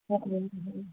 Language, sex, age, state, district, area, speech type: Maithili, female, 45-60, Bihar, Madhubani, rural, conversation